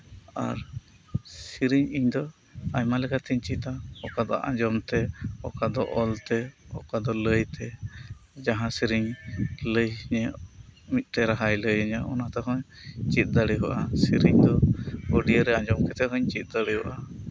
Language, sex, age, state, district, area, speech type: Santali, male, 30-45, West Bengal, Birbhum, rural, spontaneous